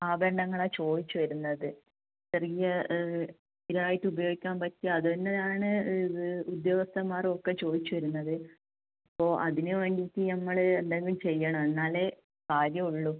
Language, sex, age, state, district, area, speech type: Malayalam, female, 18-30, Kerala, Kannur, rural, conversation